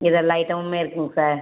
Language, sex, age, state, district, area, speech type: Tamil, female, 18-30, Tamil Nadu, Ariyalur, rural, conversation